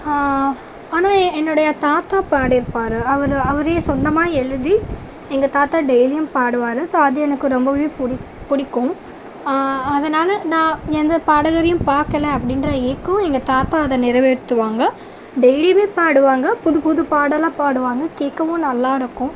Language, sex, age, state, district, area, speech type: Tamil, female, 18-30, Tamil Nadu, Tiruvarur, urban, spontaneous